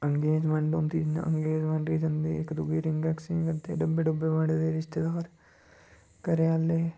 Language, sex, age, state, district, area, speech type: Dogri, male, 18-30, Jammu and Kashmir, Udhampur, rural, spontaneous